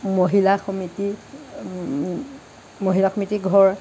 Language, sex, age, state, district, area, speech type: Assamese, female, 60+, Assam, Lakhimpur, rural, spontaneous